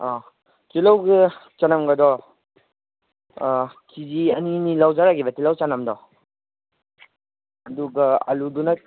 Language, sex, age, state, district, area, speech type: Manipuri, male, 18-30, Manipur, Kangpokpi, urban, conversation